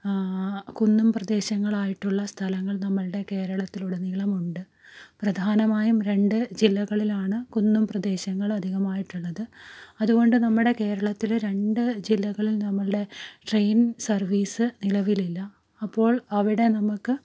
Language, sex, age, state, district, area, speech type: Malayalam, female, 30-45, Kerala, Malappuram, rural, spontaneous